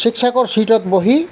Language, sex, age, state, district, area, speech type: Assamese, male, 60+, Assam, Tinsukia, rural, spontaneous